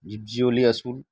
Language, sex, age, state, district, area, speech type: Santali, male, 30-45, West Bengal, Birbhum, rural, spontaneous